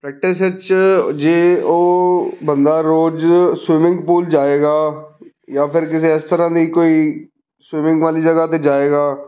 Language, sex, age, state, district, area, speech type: Punjabi, male, 30-45, Punjab, Fazilka, rural, spontaneous